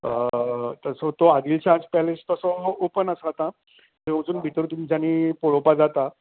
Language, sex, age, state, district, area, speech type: Goan Konkani, male, 60+, Goa, Canacona, rural, conversation